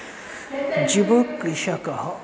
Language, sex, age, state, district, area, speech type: Sanskrit, male, 30-45, West Bengal, North 24 Parganas, urban, spontaneous